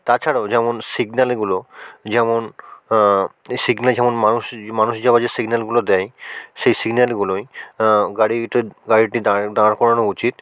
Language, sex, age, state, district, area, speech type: Bengali, male, 45-60, West Bengal, South 24 Parganas, rural, spontaneous